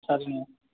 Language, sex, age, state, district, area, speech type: Tamil, male, 45-60, Tamil Nadu, Salem, urban, conversation